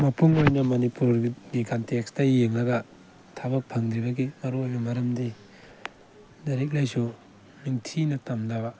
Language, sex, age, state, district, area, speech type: Manipuri, male, 18-30, Manipur, Tengnoupal, rural, spontaneous